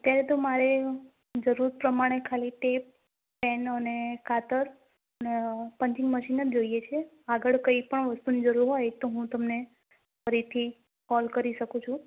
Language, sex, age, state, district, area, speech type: Gujarati, female, 18-30, Gujarat, Ahmedabad, rural, conversation